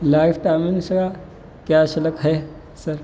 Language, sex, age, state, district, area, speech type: Urdu, male, 18-30, Uttar Pradesh, Muzaffarnagar, urban, spontaneous